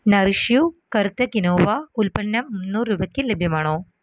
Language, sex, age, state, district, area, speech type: Malayalam, female, 18-30, Kerala, Ernakulam, rural, read